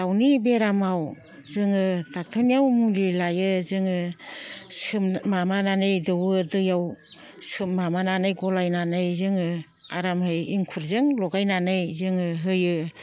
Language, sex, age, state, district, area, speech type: Bodo, female, 60+, Assam, Baksa, rural, spontaneous